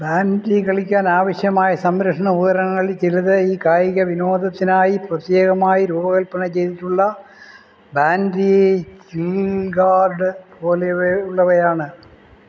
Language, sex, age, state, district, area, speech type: Malayalam, male, 60+, Kerala, Kollam, rural, read